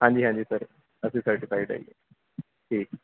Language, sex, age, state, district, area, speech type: Punjabi, male, 18-30, Punjab, Kapurthala, rural, conversation